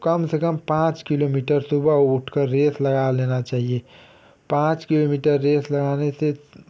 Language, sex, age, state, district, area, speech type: Hindi, male, 18-30, Uttar Pradesh, Ghazipur, rural, spontaneous